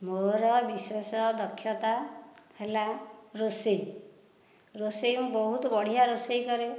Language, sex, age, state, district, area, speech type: Odia, female, 30-45, Odisha, Dhenkanal, rural, spontaneous